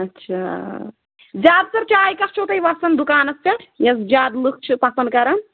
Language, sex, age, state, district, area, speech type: Kashmiri, female, 18-30, Jammu and Kashmir, Anantnag, rural, conversation